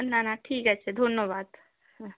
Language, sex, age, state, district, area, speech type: Bengali, female, 18-30, West Bengal, Nadia, rural, conversation